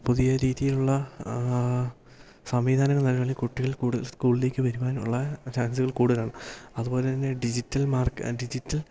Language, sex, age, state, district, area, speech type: Malayalam, male, 18-30, Kerala, Idukki, rural, spontaneous